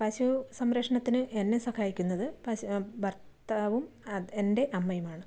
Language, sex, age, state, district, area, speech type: Malayalam, female, 45-60, Kerala, Kasaragod, urban, spontaneous